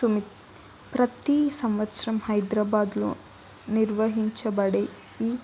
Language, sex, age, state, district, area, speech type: Telugu, female, 18-30, Telangana, Jayashankar, urban, spontaneous